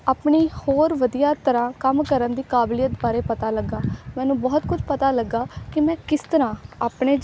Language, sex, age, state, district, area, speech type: Punjabi, female, 18-30, Punjab, Amritsar, urban, spontaneous